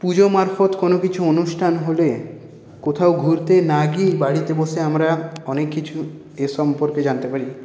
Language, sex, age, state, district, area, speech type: Bengali, male, 30-45, West Bengal, Paschim Bardhaman, urban, spontaneous